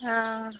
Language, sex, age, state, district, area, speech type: Dogri, female, 18-30, Jammu and Kashmir, Udhampur, rural, conversation